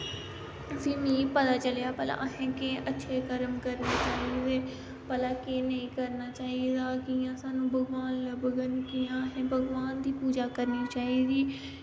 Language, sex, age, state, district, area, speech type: Dogri, female, 18-30, Jammu and Kashmir, Samba, rural, spontaneous